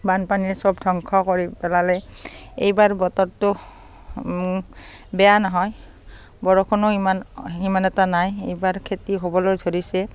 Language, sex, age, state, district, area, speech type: Assamese, female, 30-45, Assam, Barpeta, rural, spontaneous